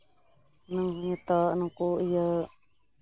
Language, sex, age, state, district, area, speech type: Santali, female, 30-45, West Bengal, Malda, rural, spontaneous